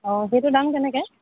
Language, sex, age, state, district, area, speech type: Assamese, female, 30-45, Assam, Charaideo, rural, conversation